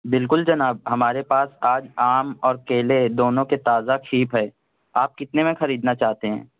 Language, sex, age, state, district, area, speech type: Urdu, male, 60+, Maharashtra, Nashik, urban, conversation